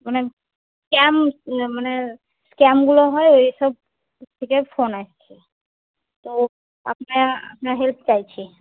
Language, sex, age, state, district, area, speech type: Bengali, female, 18-30, West Bengal, Murshidabad, urban, conversation